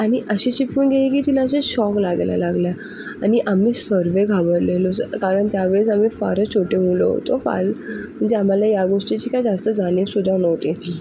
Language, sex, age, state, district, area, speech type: Marathi, female, 45-60, Maharashtra, Thane, urban, spontaneous